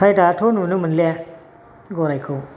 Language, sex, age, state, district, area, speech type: Bodo, male, 60+, Assam, Chirang, urban, spontaneous